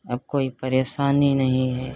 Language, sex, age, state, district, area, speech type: Hindi, female, 60+, Uttar Pradesh, Lucknow, urban, spontaneous